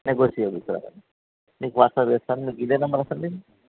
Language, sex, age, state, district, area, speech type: Telugu, male, 30-45, Telangana, Karimnagar, rural, conversation